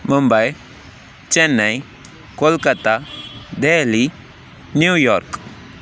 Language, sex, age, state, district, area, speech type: Sanskrit, male, 18-30, Tamil Nadu, Tiruvallur, rural, spontaneous